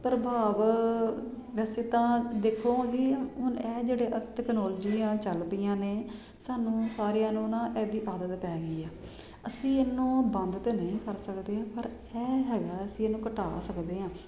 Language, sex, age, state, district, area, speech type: Punjabi, female, 30-45, Punjab, Jalandhar, urban, spontaneous